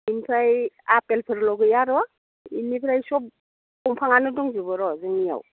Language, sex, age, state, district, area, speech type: Bodo, female, 60+, Assam, Baksa, urban, conversation